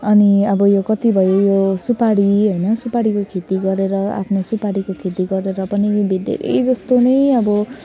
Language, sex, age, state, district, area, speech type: Nepali, female, 30-45, West Bengal, Jalpaiguri, urban, spontaneous